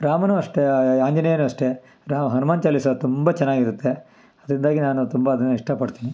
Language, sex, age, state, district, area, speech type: Kannada, male, 60+, Karnataka, Kolar, rural, spontaneous